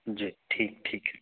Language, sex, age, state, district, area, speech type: Hindi, male, 45-60, Madhya Pradesh, Betul, urban, conversation